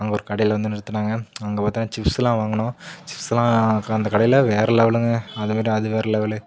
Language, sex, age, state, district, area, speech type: Tamil, male, 18-30, Tamil Nadu, Nagapattinam, rural, spontaneous